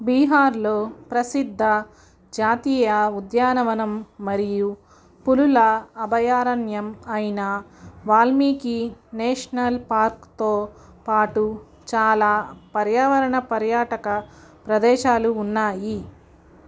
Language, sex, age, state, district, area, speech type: Telugu, female, 45-60, Andhra Pradesh, Guntur, rural, read